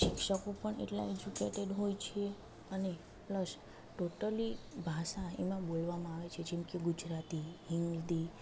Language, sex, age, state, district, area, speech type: Gujarati, female, 30-45, Gujarat, Junagadh, rural, spontaneous